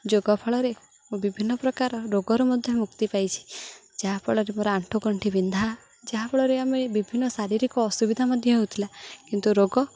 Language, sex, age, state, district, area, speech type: Odia, female, 18-30, Odisha, Jagatsinghpur, rural, spontaneous